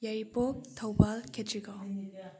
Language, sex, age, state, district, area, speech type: Manipuri, female, 30-45, Manipur, Imphal East, rural, spontaneous